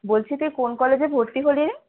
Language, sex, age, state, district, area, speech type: Bengali, female, 18-30, West Bengal, Howrah, urban, conversation